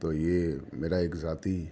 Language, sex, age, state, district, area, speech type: Urdu, male, 30-45, Delhi, Central Delhi, urban, spontaneous